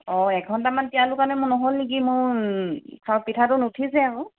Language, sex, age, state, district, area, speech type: Assamese, female, 45-60, Assam, Charaideo, urban, conversation